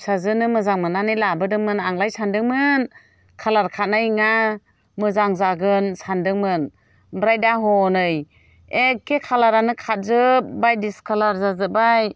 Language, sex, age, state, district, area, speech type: Bodo, female, 60+, Assam, Chirang, rural, spontaneous